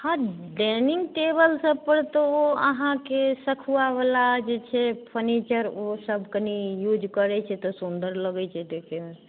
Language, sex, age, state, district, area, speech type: Maithili, female, 45-60, Bihar, Madhubani, rural, conversation